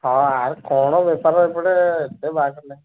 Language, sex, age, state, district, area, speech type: Odia, male, 45-60, Odisha, Sambalpur, rural, conversation